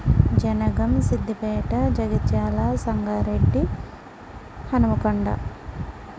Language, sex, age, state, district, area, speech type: Telugu, female, 30-45, Telangana, Mancherial, rural, spontaneous